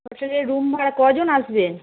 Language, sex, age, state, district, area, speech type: Bengali, female, 30-45, West Bengal, Darjeeling, rural, conversation